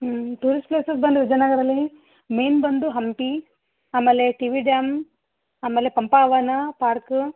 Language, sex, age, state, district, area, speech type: Kannada, female, 18-30, Karnataka, Vijayanagara, rural, conversation